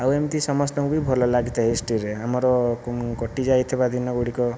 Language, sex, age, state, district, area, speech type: Odia, male, 60+, Odisha, Kandhamal, rural, spontaneous